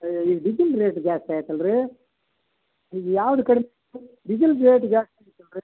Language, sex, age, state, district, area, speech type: Kannada, male, 60+, Karnataka, Vijayanagara, rural, conversation